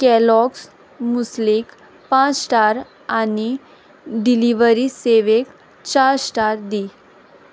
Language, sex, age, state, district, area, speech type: Goan Konkani, female, 18-30, Goa, Quepem, rural, read